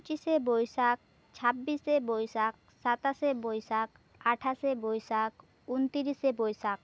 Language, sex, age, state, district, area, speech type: Bengali, female, 18-30, West Bengal, Jhargram, rural, spontaneous